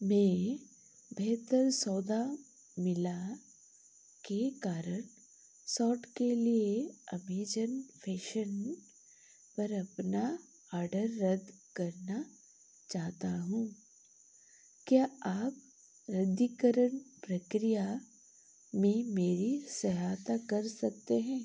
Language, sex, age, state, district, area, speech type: Hindi, female, 45-60, Madhya Pradesh, Chhindwara, rural, read